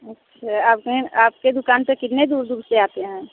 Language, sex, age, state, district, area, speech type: Hindi, female, 30-45, Uttar Pradesh, Mirzapur, rural, conversation